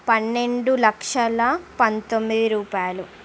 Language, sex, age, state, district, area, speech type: Telugu, female, 30-45, Andhra Pradesh, Srikakulam, urban, spontaneous